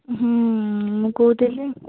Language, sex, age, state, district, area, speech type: Odia, female, 18-30, Odisha, Jajpur, rural, conversation